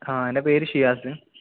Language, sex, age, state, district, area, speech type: Malayalam, female, 18-30, Kerala, Kozhikode, urban, conversation